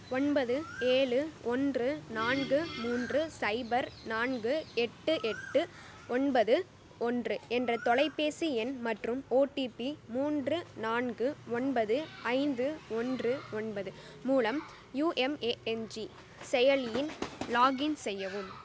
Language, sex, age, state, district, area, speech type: Tamil, female, 18-30, Tamil Nadu, Pudukkottai, rural, read